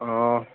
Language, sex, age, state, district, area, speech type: Assamese, male, 18-30, Assam, Morigaon, rural, conversation